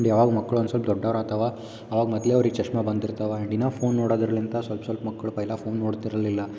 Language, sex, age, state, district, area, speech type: Kannada, male, 18-30, Karnataka, Gulbarga, urban, spontaneous